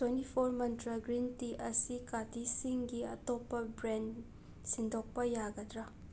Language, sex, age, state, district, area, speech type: Manipuri, female, 18-30, Manipur, Imphal West, rural, read